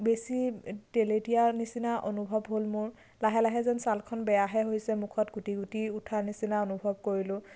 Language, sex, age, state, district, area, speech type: Assamese, female, 18-30, Assam, Biswanath, rural, spontaneous